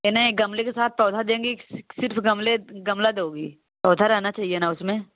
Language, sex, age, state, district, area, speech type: Hindi, female, 18-30, Uttar Pradesh, Jaunpur, rural, conversation